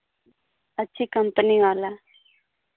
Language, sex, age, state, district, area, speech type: Hindi, female, 45-60, Uttar Pradesh, Pratapgarh, rural, conversation